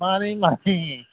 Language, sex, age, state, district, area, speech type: Manipuri, male, 45-60, Manipur, Imphal East, rural, conversation